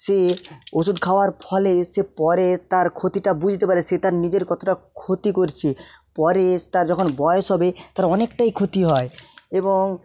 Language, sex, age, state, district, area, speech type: Bengali, male, 30-45, West Bengal, Jhargram, rural, spontaneous